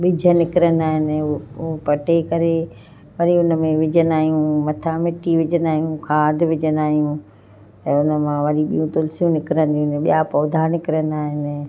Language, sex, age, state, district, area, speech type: Sindhi, female, 45-60, Gujarat, Kutch, urban, spontaneous